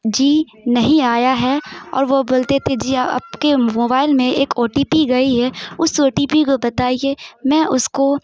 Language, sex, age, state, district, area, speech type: Urdu, female, 18-30, Bihar, Saharsa, rural, spontaneous